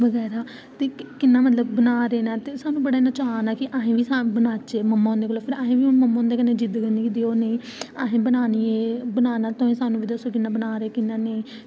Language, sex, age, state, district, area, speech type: Dogri, female, 18-30, Jammu and Kashmir, Samba, rural, spontaneous